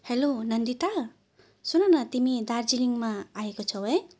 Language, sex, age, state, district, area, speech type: Nepali, female, 60+, West Bengal, Darjeeling, rural, spontaneous